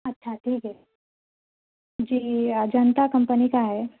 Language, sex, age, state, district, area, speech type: Urdu, female, 30-45, Telangana, Hyderabad, urban, conversation